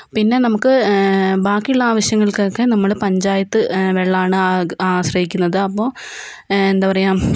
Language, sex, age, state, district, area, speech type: Malayalam, female, 45-60, Kerala, Wayanad, rural, spontaneous